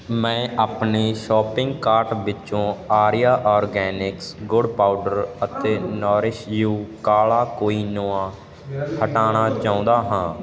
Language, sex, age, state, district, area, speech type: Punjabi, male, 18-30, Punjab, Ludhiana, rural, read